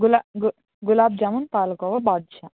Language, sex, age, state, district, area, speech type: Telugu, female, 18-30, Andhra Pradesh, Annamaya, rural, conversation